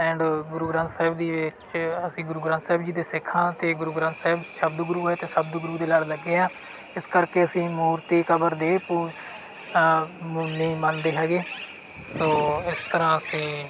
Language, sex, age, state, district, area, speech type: Punjabi, male, 18-30, Punjab, Bathinda, rural, spontaneous